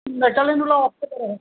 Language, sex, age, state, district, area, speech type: Bengali, male, 45-60, West Bengal, Hooghly, rural, conversation